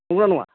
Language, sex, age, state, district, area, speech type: Bodo, male, 45-60, Assam, Chirang, urban, conversation